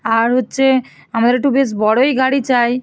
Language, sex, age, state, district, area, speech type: Bengali, female, 45-60, West Bengal, Bankura, urban, spontaneous